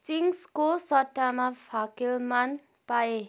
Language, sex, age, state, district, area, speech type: Nepali, female, 18-30, West Bengal, Kalimpong, rural, read